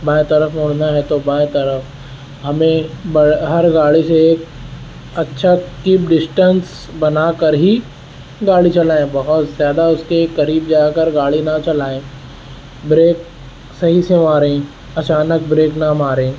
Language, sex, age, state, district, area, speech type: Urdu, male, 18-30, Maharashtra, Nashik, urban, spontaneous